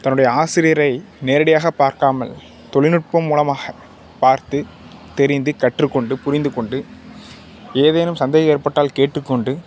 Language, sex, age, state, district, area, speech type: Tamil, male, 45-60, Tamil Nadu, Tiruvarur, urban, spontaneous